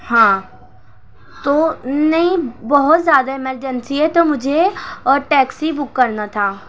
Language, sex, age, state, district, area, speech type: Urdu, female, 18-30, Maharashtra, Nashik, rural, spontaneous